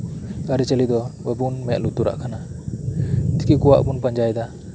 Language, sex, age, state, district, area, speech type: Santali, male, 18-30, West Bengal, Birbhum, rural, spontaneous